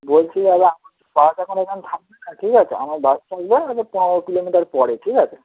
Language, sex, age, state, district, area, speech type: Bengali, male, 18-30, West Bengal, Darjeeling, rural, conversation